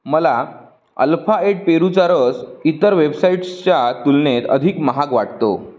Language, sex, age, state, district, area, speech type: Marathi, male, 18-30, Maharashtra, Sindhudurg, rural, read